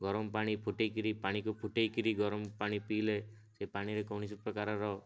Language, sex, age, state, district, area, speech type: Odia, male, 18-30, Odisha, Malkangiri, urban, spontaneous